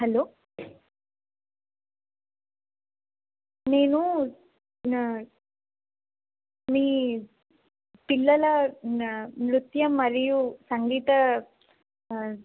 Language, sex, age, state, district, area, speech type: Telugu, female, 18-30, Telangana, Narayanpet, urban, conversation